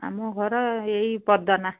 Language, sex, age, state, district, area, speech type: Odia, female, 45-60, Odisha, Angul, rural, conversation